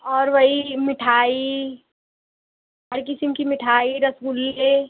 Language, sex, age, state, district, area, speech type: Hindi, female, 18-30, Uttar Pradesh, Mau, rural, conversation